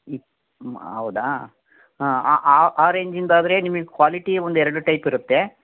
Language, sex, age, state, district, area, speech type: Kannada, male, 45-60, Karnataka, Davanagere, rural, conversation